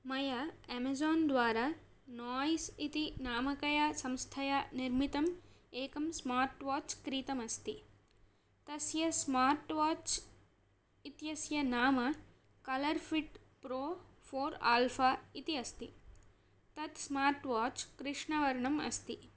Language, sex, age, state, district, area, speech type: Sanskrit, female, 18-30, Andhra Pradesh, Chittoor, urban, spontaneous